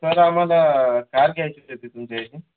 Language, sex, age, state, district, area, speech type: Marathi, male, 18-30, Maharashtra, Hingoli, urban, conversation